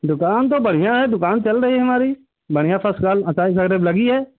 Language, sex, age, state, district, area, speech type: Hindi, male, 60+, Uttar Pradesh, Ayodhya, rural, conversation